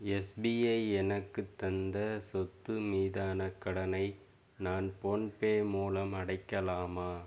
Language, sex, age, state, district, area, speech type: Tamil, male, 45-60, Tamil Nadu, Sivaganga, rural, read